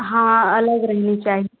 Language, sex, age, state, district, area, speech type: Hindi, female, 18-30, Uttar Pradesh, Jaunpur, urban, conversation